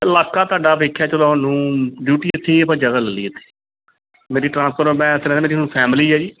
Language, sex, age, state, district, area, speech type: Punjabi, male, 30-45, Punjab, Gurdaspur, urban, conversation